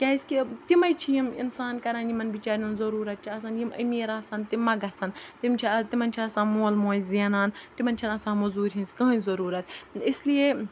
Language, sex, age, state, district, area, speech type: Kashmiri, female, 30-45, Jammu and Kashmir, Ganderbal, rural, spontaneous